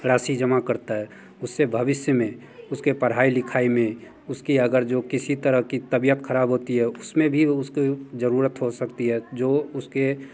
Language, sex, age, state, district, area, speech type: Hindi, male, 30-45, Bihar, Muzaffarpur, rural, spontaneous